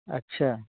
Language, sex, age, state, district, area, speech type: Urdu, male, 18-30, Uttar Pradesh, Saharanpur, urban, conversation